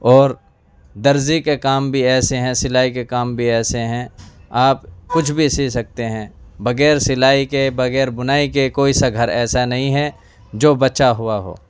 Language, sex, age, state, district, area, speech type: Urdu, male, 18-30, Delhi, East Delhi, urban, spontaneous